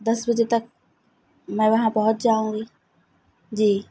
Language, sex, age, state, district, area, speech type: Urdu, female, 30-45, Uttar Pradesh, Shahjahanpur, urban, spontaneous